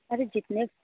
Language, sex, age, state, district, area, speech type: Hindi, female, 30-45, Uttar Pradesh, Mirzapur, rural, conversation